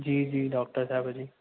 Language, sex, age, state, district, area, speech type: Sindhi, male, 18-30, Maharashtra, Thane, urban, conversation